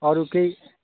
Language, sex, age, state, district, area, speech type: Nepali, male, 30-45, West Bengal, Kalimpong, rural, conversation